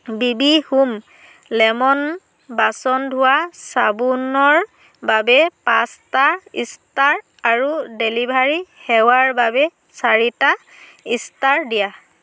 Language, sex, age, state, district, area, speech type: Assamese, female, 30-45, Assam, Dhemaji, rural, read